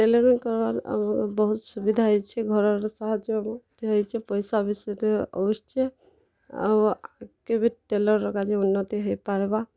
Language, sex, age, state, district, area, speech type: Odia, female, 18-30, Odisha, Kalahandi, rural, spontaneous